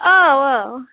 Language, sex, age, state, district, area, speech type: Bodo, female, 30-45, Assam, Chirang, urban, conversation